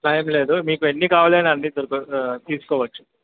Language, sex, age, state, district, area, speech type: Telugu, male, 30-45, Andhra Pradesh, Krishna, urban, conversation